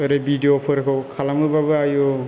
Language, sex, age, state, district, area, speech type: Bodo, male, 18-30, Assam, Chirang, urban, spontaneous